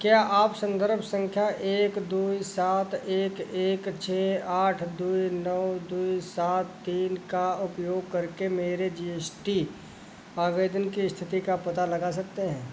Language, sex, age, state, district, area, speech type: Hindi, male, 30-45, Uttar Pradesh, Sitapur, rural, read